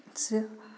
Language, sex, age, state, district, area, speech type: Sanskrit, female, 45-60, Maharashtra, Nagpur, urban, spontaneous